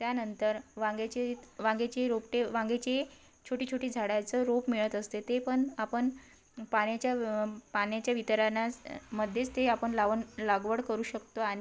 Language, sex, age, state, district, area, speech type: Marathi, female, 30-45, Maharashtra, Wardha, rural, spontaneous